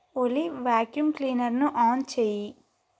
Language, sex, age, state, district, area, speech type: Telugu, female, 18-30, Telangana, Nalgonda, urban, read